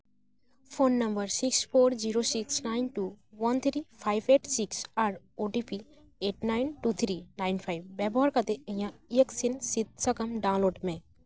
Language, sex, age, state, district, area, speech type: Santali, female, 18-30, West Bengal, Paschim Bardhaman, rural, read